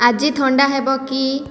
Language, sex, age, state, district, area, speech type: Odia, female, 18-30, Odisha, Khordha, rural, read